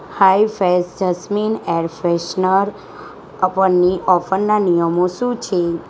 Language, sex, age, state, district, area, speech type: Gujarati, female, 30-45, Gujarat, Surat, rural, read